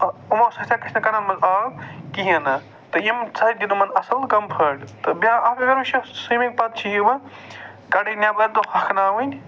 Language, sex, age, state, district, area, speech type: Kashmiri, male, 45-60, Jammu and Kashmir, Budgam, urban, spontaneous